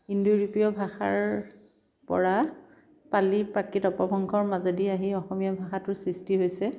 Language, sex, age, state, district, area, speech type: Assamese, female, 45-60, Assam, Dhemaji, rural, spontaneous